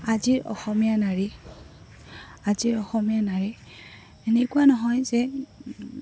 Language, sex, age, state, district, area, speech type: Assamese, female, 18-30, Assam, Goalpara, urban, spontaneous